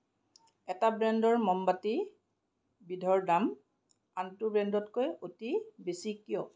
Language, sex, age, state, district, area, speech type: Assamese, female, 45-60, Assam, Kamrup Metropolitan, urban, read